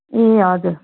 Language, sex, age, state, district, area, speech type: Nepali, female, 30-45, West Bengal, Kalimpong, rural, conversation